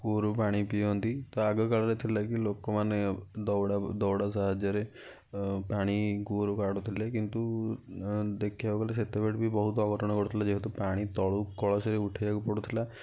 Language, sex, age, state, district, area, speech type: Odia, male, 60+, Odisha, Kendujhar, urban, spontaneous